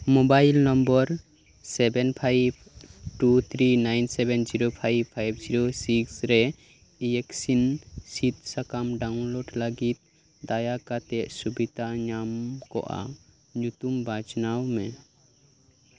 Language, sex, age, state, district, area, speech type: Santali, male, 18-30, West Bengal, Birbhum, rural, read